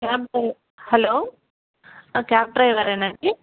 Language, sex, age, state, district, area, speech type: Telugu, female, 30-45, Andhra Pradesh, Palnadu, rural, conversation